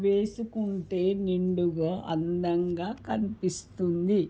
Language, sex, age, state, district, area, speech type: Telugu, female, 45-60, Telangana, Warangal, rural, spontaneous